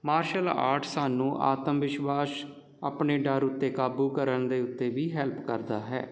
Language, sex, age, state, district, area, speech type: Punjabi, male, 30-45, Punjab, Jalandhar, urban, spontaneous